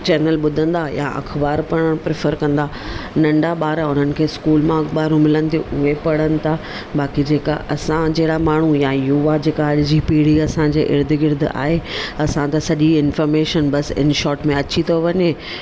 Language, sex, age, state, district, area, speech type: Sindhi, female, 30-45, Maharashtra, Thane, urban, spontaneous